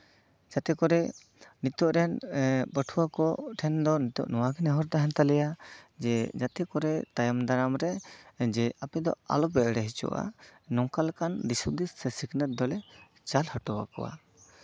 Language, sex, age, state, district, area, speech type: Santali, male, 18-30, West Bengal, Bankura, rural, spontaneous